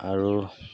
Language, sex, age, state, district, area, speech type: Assamese, male, 45-60, Assam, Golaghat, urban, spontaneous